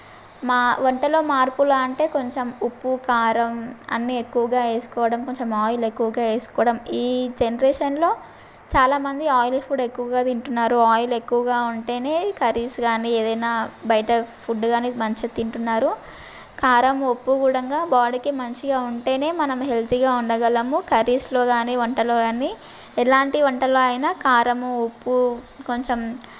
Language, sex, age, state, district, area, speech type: Telugu, female, 18-30, Telangana, Mahbubnagar, urban, spontaneous